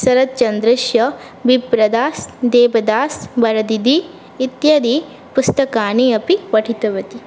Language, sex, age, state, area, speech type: Sanskrit, female, 18-30, Assam, rural, spontaneous